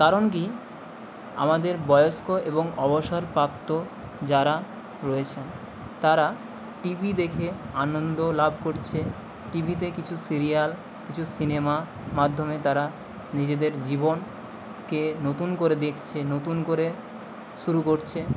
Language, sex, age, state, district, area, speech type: Bengali, male, 18-30, West Bengal, Nadia, rural, spontaneous